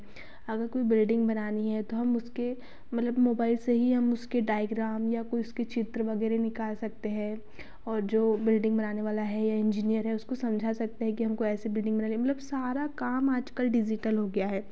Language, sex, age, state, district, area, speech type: Hindi, female, 30-45, Madhya Pradesh, Betul, urban, spontaneous